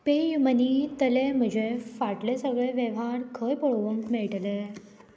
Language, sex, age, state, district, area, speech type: Goan Konkani, female, 18-30, Goa, Murmgao, rural, read